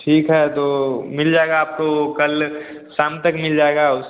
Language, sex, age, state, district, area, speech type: Hindi, male, 18-30, Bihar, Samastipur, rural, conversation